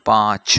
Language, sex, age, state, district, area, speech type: Hindi, male, 45-60, Rajasthan, Jaipur, urban, read